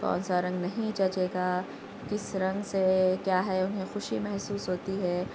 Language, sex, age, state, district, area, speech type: Urdu, female, 18-30, Telangana, Hyderabad, urban, spontaneous